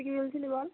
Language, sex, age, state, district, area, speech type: Bengali, female, 18-30, West Bengal, Purba Medinipur, rural, conversation